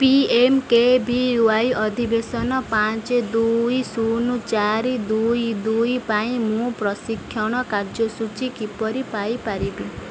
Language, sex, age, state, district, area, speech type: Odia, female, 30-45, Odisha, Sundergarh, urban, read